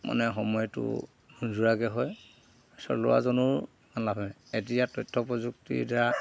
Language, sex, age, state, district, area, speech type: Assamese, male, 45-60, Assam, Dhemaji, urban, spontaneous